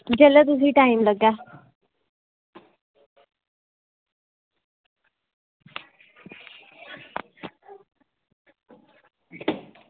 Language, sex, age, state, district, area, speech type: Dogri, female, 30-45, Jammu and Kashmir, Udhampur, rural, conversation